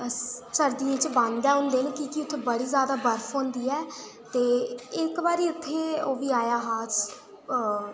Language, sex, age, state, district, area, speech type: Dogri, female, 18-30, Jammu and Kashmir, Udhampur, rural, spontaneous